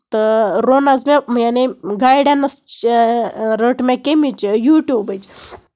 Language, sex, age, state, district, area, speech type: Kashmiri, female, 30-45, Jammu and Kashmir, Baramulla, rural, spontaneous